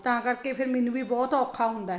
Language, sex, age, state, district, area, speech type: Punjabi, female, 45-60, Punjab, Ludhiana, urban, spontaneous